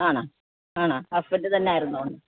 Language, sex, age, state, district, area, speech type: Malayalam, female, 60+, Kerala, Alappuzha, rural, conversation